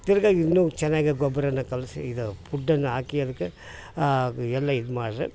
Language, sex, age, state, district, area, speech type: Kannada, male, 60+, Karnataka, Mysore, urban, spontaneous